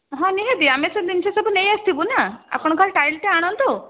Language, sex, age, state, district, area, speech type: Odia, female, 30-45, Odisha, Bhadrak, rural, conversation